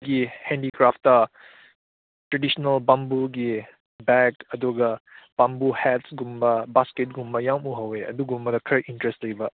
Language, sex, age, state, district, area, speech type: Manipuri, male, 18-30, Manipur, Churachandpur, urban, conversation